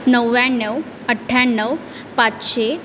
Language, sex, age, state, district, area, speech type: Marathi, female, 18-30, Maharashtra, Mumbai Suburban, urban, spontaneous